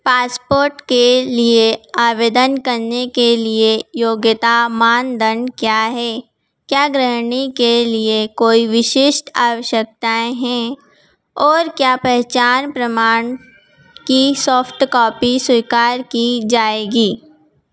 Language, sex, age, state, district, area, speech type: Hindi, female, 18-30, Madhya Pradesh, Harda, urban, read